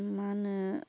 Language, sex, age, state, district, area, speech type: Bodo, female, 18-30, Assam, Udalguri, urban, spontaneous